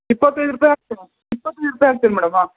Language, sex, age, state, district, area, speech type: Kannada, male, 30-45, Karnataka, Uttara Kannada, rural, conversation